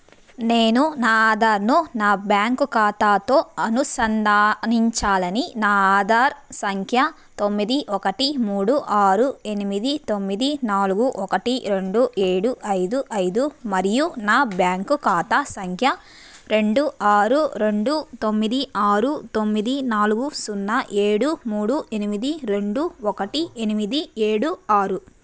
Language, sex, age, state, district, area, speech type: Telugu, female, 30-45, Andhra Pradesh, Nellore, urban, read